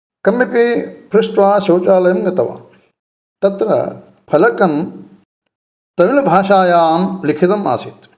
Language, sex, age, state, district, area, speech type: Sanskrit, male, 60+, Karnataka, Dakshina Kannada, urban, spontaneous